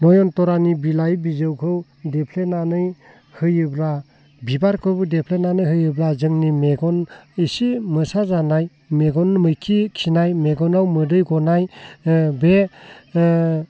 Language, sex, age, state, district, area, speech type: Bodo, male, 30-45, Assam, Baksa, rural, spontaneous